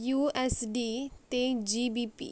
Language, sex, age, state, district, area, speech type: Marathi, female, 45-60, Maharashtra, Akola, rural, read